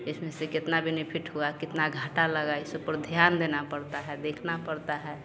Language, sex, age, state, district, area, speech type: Hindi, female, 30-45, Bihar, Vaishali, rural, spontaneous